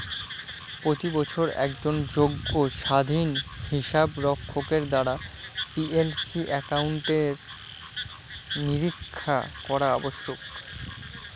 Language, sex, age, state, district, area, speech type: Bengali, male, 45-60, West Bengal, Purba Bardhaman, rural, read